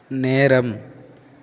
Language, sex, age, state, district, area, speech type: Tamil, male, 18-30, Tamil Nadu, Tiruvarur, rural, read